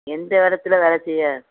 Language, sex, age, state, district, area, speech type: Tamil, female, 45-60, Tamil Nadu, Thoothukudi, urban, conversation